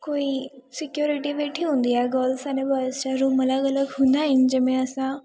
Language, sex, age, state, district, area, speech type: Sindhi, female, 18-30, Gujarat, Surat, urban, spontaneous